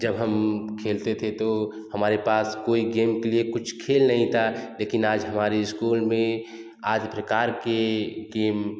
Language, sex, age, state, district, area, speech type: Hindi, male, 18-30, Uttar Pradesh, Jaunpur, urban, spontaneous